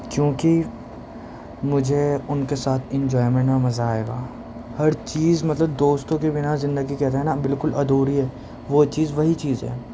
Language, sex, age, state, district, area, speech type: Urdu, male, 18-30, Delhi, Central Delhi, urban, spontaneous